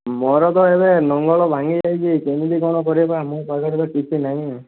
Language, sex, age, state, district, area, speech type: Odia, male, 18-30, Odisha, Boudh, rural, conversation